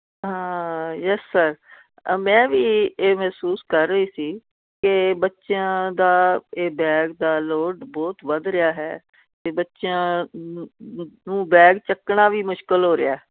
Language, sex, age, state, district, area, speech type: Punjabi, female, 60+, Punjab, Firozpur, urban, conversation